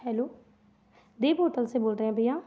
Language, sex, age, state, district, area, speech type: Hindi, female, 18-30, Madhya Pradesh, Chhindwara, urban, spontaneous